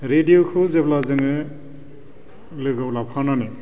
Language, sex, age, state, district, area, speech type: Bodo, male, 45-60, Assam, Baksa, urban, spontaneous